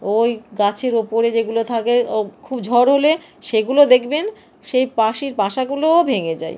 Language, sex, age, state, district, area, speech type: Bengali, female, 45-60, West Bengal, Howrah, urban, spontaneous